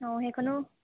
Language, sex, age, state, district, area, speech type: Assamese, female, 18-30, Assam, Lakhimpur, rural, conversation